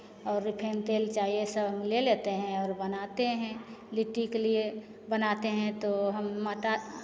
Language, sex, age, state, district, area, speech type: Hindi, female, 45-60, Bihar, Begusarai, urban, spontaneous